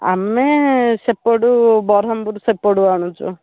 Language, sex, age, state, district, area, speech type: Odia, female, 60+, Odisha, Ganjam, urban, conversation